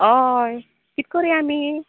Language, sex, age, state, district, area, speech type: Goan Konkani, female, 30-45, Goa, Canacona, rural, conversation